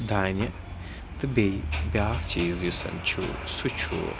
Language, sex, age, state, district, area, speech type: Kashmiri, male, 30-45, Jammu and Kashmir, Srinagar, urban, spontaneous